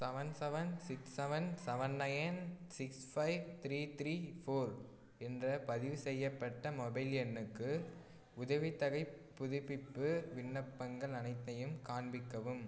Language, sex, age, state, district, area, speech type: Tamil, male, 18-30, Tamil Nadu, Tiruchirappalli, rural, read